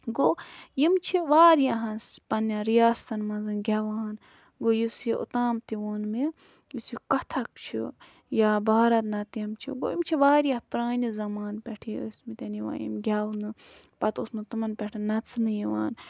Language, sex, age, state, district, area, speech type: Kashmiri, female, 18-30, Jammu and Kashmir, Budgam, rural, spontaneous